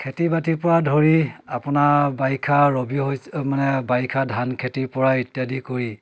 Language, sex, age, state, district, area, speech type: Assamese, male, 30-45, Assam, Dhemaji, urban, spontaneous